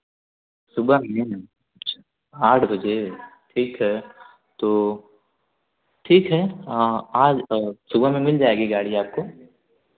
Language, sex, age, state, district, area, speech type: Hindi, male, 18-30, Uttar Pradesh, Varanasi, rural, conversation